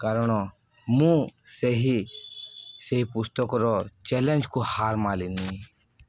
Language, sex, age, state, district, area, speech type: Odia, male, 18-30, Odisha, Balangir, urban, spontaneous